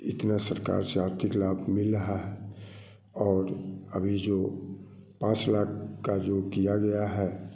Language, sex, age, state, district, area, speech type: Hindi, male, 45-60, Bihar, Samastipur, rural, spontaneous